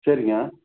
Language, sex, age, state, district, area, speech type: Tamil, male, 45-60, Tamil Nadu, Salem, urban, conversation